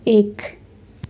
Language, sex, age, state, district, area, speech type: Nepali, female, 30-45, West Bengal, Darjeeling, rural, read